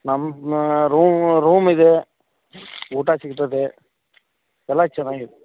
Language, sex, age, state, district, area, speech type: Kannada, male, 30-45, Karnataka, Vijayapura, urban, conversation